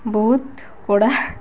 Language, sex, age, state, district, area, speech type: Odia, female, 18-30, Odisha, Balangir, urban, spontaneous